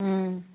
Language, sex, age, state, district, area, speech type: Tamil, female, 30-45, Tamil Nadu, Tiruvannamalai, rural, conversation